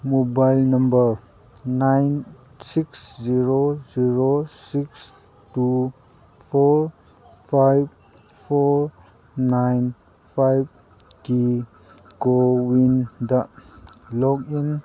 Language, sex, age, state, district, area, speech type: Manipuri, male, 30-45, Manipur, Kangpokpi, urban, read